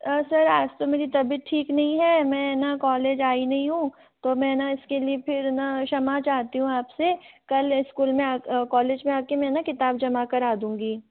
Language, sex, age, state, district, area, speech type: Hindi, female, 45-60, Rajasthan, Jaipur, urban, conversation